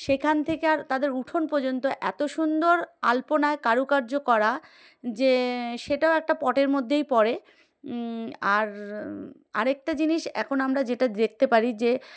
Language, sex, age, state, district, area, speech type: Bengali, female, 30-45, West Bengal, Darjeeling, urban, spontaneous